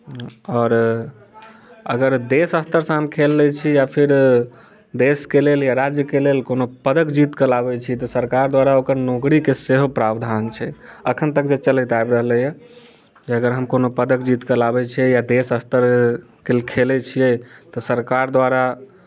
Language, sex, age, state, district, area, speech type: Maithili, male, 18-30, Bihar, Muzaffarpur, rural, spontaneous